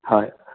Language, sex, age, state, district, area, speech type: Assamese, male, 60+, Assam, Sonitpur, urban, conversation